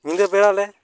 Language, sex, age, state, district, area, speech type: Santali, male, 30-45, West Bengal, Uttar Dinajpur, rural, spontaneous